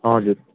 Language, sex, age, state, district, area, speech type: Nepali, male, 30-45, West Bengal, Jalpaiguri, rural, conversation